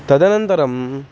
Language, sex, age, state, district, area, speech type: Sanskrit, male, 18-30, Maharashtra, Nagpur, urban, spontaneous